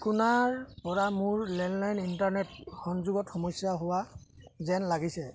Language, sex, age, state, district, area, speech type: Assamese, male, 30-45, Assam, Charaideo, rural, read